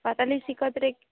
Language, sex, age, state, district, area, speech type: Odia, female, 18-30, Odisha, Subarnapur, urban, conversation